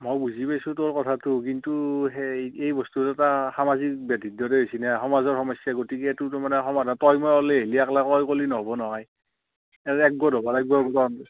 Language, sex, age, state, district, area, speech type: Assamese, male, 18-30, Assam, Nalbari, rural, conversation